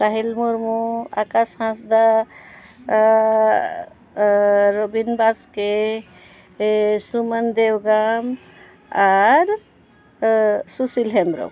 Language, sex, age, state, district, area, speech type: Santali, female, 45-60, Jharkhand, Bokaro, rural, spontaneous